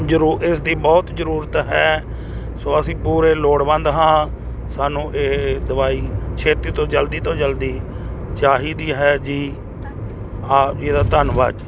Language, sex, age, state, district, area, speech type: Punjabi, male, 45-60, Punjab, Moga, rural, spontaneous